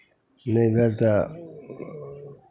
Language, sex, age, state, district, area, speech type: Maithili, male, 60+, Bihar, Madhepura, rural, spontaneous